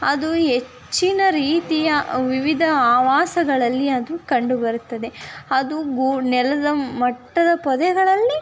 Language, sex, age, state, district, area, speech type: Kannada, female, 18-30, Karnataka, Chitradurga, rural, spontaneous